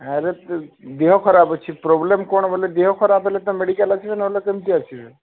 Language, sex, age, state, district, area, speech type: Odia, male, 30-45, Odisha, Sambalpur, rural, conversation